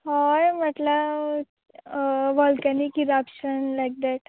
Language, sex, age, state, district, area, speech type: Goan Konkani, female, 18-30, Goa, Quepem, rural, conversation